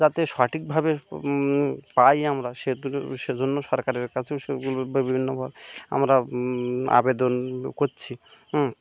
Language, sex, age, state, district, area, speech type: Bengali, male, 18-30, West Bengal, Birbhum, urban, spontaneous